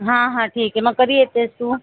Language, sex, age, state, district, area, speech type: Marathi, female, 45-60, Maharashtra, Thane, urban, conversation